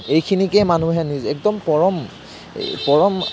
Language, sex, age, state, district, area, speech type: Assamese, male, 18-30, Assam, Kamrup Metropolitan, urban, spontaneous